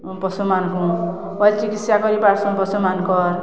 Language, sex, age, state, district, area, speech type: Odia, female, 60+, Odisha, Balangir, urban, spontaneous